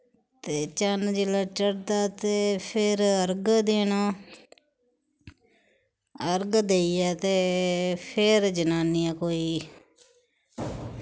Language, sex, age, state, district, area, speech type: Dogri, female, 30-45, Jammu and Kashmir, Samba, rural, spontaneous